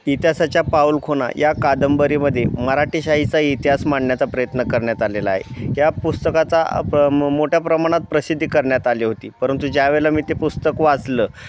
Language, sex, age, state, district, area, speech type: Marathi, male, 30-45, Maharashtra, Osmanabad, rural, spontaneous